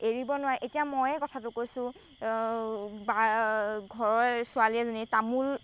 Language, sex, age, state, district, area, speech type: Assamese, female, 18-30, Assam, Golaghat, rural, spontaneous